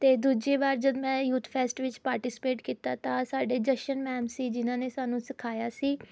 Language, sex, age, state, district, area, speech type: Punjabi, female, 18-30, Punjab, Rupnagar, urban, spontaneous